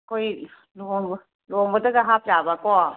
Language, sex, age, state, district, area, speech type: Manipuri, female, 60+, Manipur, Kangpokpi, urban, conversation